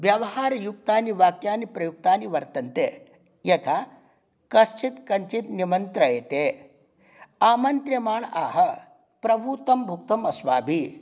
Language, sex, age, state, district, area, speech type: Sanskrit, male, 45-60, Bihar, Darbhanga, urban, spontaneous